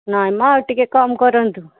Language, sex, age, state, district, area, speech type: Odia, female, 30-45, Odisha, Nayagarh, rural, conversation